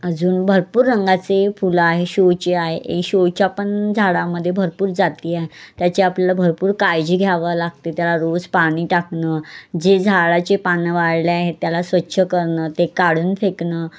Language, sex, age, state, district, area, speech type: Marathi, female, 30-45, Maharashtra, Wardha, rural, spontaneous